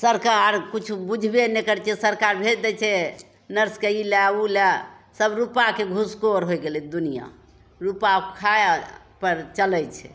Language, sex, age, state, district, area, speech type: Maithili, female, 45-60, Bihar, Begusarai, urban, spontaneous